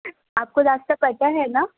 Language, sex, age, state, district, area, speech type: Urdu, female, 18-30, Delhi, Central Delhi, urban, conversation